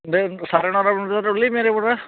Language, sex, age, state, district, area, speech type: Assamese, male, 30-45, Assam, Barpeta, rural, conversation